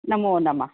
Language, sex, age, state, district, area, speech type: Sanskrit, female, 30-45, Telangana, Karimnagar, urban, conversation